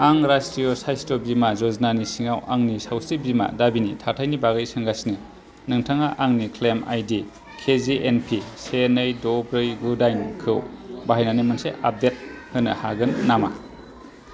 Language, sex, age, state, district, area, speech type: Bodo, male, 30-45, Assam, Kokrajhar, rural, read